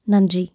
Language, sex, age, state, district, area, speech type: Tamil, female, 18-30, Tamil Nadu, Mayiladuthurai, rural, spontaneous